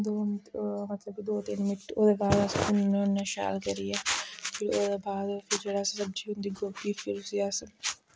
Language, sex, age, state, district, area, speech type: Dogri, female, 60+, Jammu and Kashmir, Reasi, rural, spontaneous